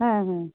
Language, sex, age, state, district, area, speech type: Bengali, female, 60+, West Bengal, Nadia, rural, conversation